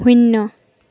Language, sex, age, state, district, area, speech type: Assamese, female, 45-60, Assam, Dhemaji, rural, read